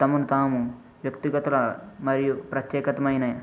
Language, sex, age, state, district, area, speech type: Telugu, male, 45-60, Andhra Pradesh, East Godavari, urban, spontaneous